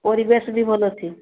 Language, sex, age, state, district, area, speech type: Odia, female, 45-60, Odisha, Sambalpur, rural, conversation